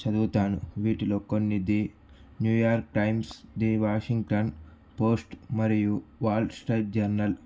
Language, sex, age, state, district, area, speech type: Telugu, male, 18-30, Andhra Pradesh, Sri Balaji, urban, spontaneous